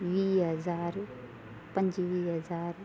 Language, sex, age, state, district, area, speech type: Sindhi, female, 30-45, Delhi, South Delhi, urban, spontaneous